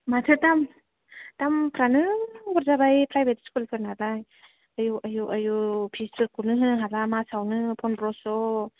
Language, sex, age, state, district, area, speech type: Bodo, female, 18-30, Assam, Kokrajhar, rural, conversation